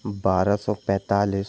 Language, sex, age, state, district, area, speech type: Hindi, male, 18-30, Madhya Pradesh, Jabalpur, urban, spontaneous